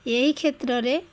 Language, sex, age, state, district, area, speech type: Odia, female, 45-60, Odisha, Jagatsinghpur, rural, spontaneous